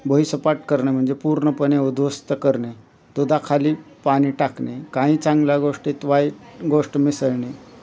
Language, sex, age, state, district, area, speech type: Marathi, male, 45-60, Maharashtra, Osmanabad, rural, spontaneous